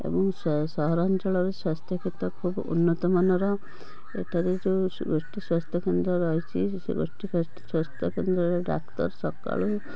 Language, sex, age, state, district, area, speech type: Odia, female, 45-60, Odisha, Cuttack, urban, spontaneous